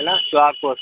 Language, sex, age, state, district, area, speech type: Hindi, male, 30-45, Madhya Pradesh, Hoshangabad, rural, conversation